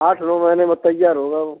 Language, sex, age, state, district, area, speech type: Hindi, male, 60+, Madhya Pradesh, Gwalior, rural, conversation